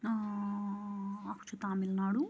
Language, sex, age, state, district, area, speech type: Kashmiri, female, 30-45, Jammu and Kashmir, Shopian, rural, spontaneous